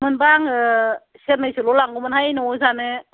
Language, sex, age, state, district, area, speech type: Bodo, female, 45-60, Assam, Chirang, rural, conversation